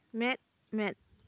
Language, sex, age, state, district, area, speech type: Santali, female, 30-45, West Bengal, Birbhum, rural, read